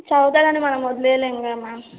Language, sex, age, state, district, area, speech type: Telugu, female, 18-30, Telangana, Mahbubnagar, urban, conversation